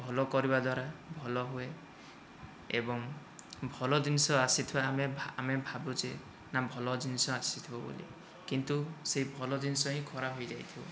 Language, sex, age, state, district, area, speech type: Odia, male, 45-60, Odisha, Kandhamal, rural, spontaneous